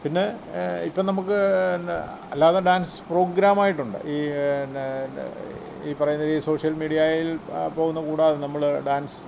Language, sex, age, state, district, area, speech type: Malayalam, male, 60+, Kerala, Kottayam, rural, spontaneous